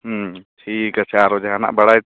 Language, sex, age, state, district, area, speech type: Santali, male, 18-30, West Bengal, Bankura, rural, conversation